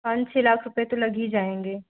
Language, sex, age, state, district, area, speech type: Hindi, female, 30-45, Uttar Pradesh, Ayodhya, rural, conversation